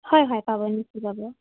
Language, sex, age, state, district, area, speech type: Assamese, female, 18-30, Assam, Charaideo, rural, conversation